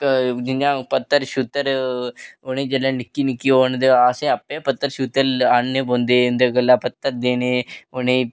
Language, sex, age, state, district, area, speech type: Dogri, male, 18-30, Jammu and Kashmir, Reasi, rural, spontaneous